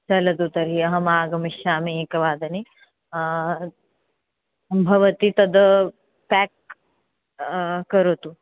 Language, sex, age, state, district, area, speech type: Sanskrit, female, 18-30, Maharashtra, Chandrapur, urban, conversation